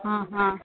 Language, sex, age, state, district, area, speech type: Sanskrit, female, 45-60, Tamil Nadu, Coimbatore, urban, conversation